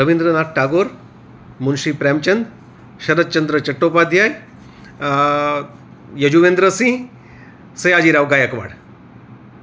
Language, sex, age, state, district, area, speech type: Gujarati, male, 60+, Gujarat, Rajkot, urban, spontaneous